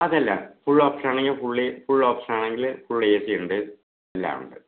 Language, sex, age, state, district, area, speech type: Malayalam, male, 60+, Kerala, Palakkad, rural, conversation